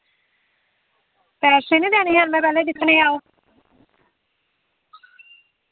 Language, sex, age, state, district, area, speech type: Dogri, female, 45-60, Jammu and Kashmir, Samba, rural, conversation